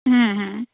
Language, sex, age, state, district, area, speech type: Bengali, female, 60+, West Bengal, Purba Medinipur, rural, conversation